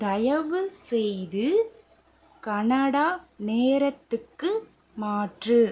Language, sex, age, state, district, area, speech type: Tamil, female, 18-30, Tamil Nadu, Pudukkottai, rural, read